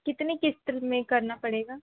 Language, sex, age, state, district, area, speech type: Hindi, female, 18-30, Madhya Pradesh, Balaghat, rural, conversation